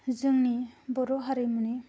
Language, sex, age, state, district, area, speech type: Bodo, female, 18-30, Assam, Kokrajhar, rural, spontaneous